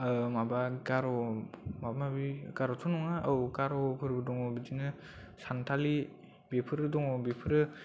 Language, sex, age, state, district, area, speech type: Bodo, male, 18-30, Assam, Kokrajhar, urban, spontaneous